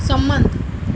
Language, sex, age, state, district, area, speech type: Gujarati, female, 30-45, Gujarat, Ahmedabad, urban, read